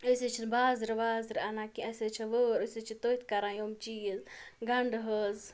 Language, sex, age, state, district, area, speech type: Kashmiri, female, 18-30, Jammu and Kashmir, Ganderbal, rural, spontaneous